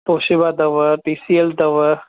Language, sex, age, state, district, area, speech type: Sindhi, male, 30-45, Maharashtra, Thane, urban, conversation